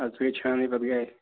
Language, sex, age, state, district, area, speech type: Kashmiri, male, 18-30, Jammu and Kashmir, Ganderbal, rural, conversation